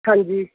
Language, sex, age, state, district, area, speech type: Punjabi, female, 30-45, Punjab, Bathinda, urban, conversation